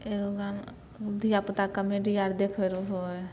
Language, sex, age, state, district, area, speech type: Maithili, female, 18-30, Bihar, Samastipur, rural, spontaneous